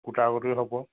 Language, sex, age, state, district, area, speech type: Assamese, male, 45-60, Assam, Charaideo, rural, conversation